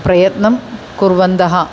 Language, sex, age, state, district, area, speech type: Sanskrit, female, 45-60, Kerala, Ernakulam, urban, spontaneous